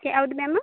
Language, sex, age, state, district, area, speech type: Kannada, female, 30-45, Karnataka, Uttara Kannada, rural, conversation